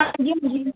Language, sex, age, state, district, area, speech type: Punjabi, female, 18-30, Punjab, Mansa, rural, conversation